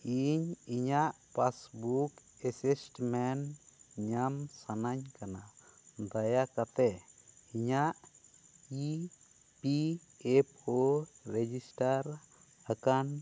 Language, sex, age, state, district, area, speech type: Santali, male, 30-45, West Bengal, Bankura, rural, read